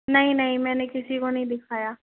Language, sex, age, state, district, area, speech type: Hindi, female, 18-30, Madhya Pradesh, Jabalpur, urban, conversation